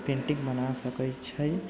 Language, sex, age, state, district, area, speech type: Maithili, male, 30-45, Bihar, Sitamarhi, rural, spontaneous